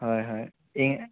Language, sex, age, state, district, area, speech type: Assamese, male, 30-45, Assam, Sonitpur, rural, conversation